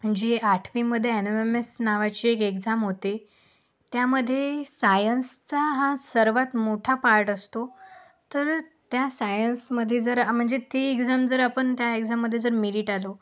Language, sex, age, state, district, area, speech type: Marathi, female, 18-30, Maharashtra, Akola, urban, spontaneous